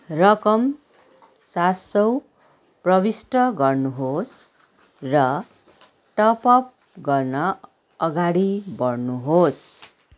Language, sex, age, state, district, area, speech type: Nepali, female, 45-60, West Bengal, Darjeeling, rural, read